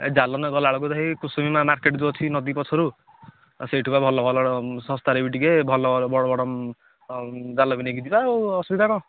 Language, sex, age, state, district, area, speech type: Odia, male, 30-45, Odisha, Nayagarh, rural, conversation